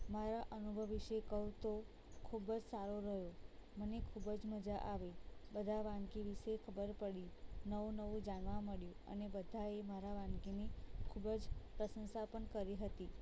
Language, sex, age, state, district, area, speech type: Gujarati, female, 18-30, Gujarat, Anand, rural, spontaneous